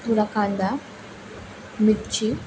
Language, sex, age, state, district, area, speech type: Marathi, female, 18-30, Maharashtra, Sindhudurg, rural, spontaneous